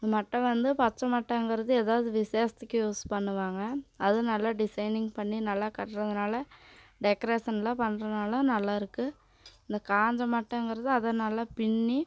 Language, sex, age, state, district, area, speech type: Tamil, female, 18-30, Tamil Nadu, Coimbatore, rural, spontaneous